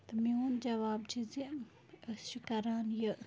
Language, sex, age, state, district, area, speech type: Kashmiri, female, 45-60, Jammu and Kashmir, Bandipora, rural, spontaneous